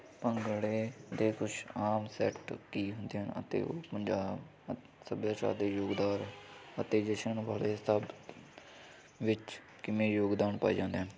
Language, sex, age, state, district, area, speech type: Punjabi, male, 18-30, Punjab, Hoshiarpur, rural, spontaneous